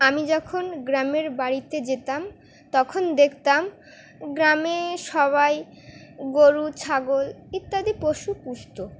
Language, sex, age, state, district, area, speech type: Bengali, female, 18-30, West Bengal, Dakshin Dinajpur, urban, spontaneous